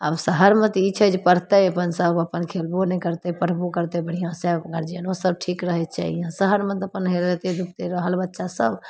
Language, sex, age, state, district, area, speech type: Maithili, female, 30-45, Bihar, Samastipur, rural, spontaneous